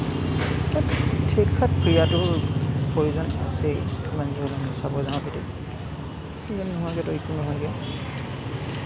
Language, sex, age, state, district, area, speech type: Assamese, male, 18-30, Assam, Kamrup Metropolitan, urban, spontaneous